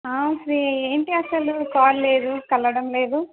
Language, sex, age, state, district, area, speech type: Telugu, female, 18-30, Telangana, Ranga Reddy, rural, conversation